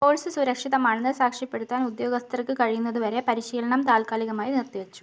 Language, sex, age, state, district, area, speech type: Malayalam, female, 30-45, Kerala, Kozhikode, urban, read